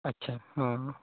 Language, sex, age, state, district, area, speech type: Maithili, male, 18-30, Bihar, Samastipur, rural, conversation